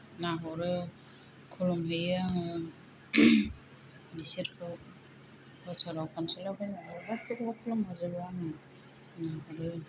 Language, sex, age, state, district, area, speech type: Bodo, female, 30-45, Assam, Kokrajhar, rural, spontaneous